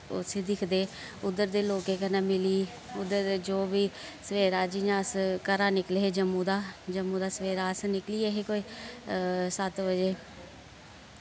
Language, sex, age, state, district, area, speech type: Dogri, female, 18-30, Jammu and Kashmir, Kathua, rural, spontaneous